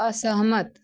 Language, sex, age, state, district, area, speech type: Hindi, female, 30-45, Uttar Pradesh, Mau, rural, read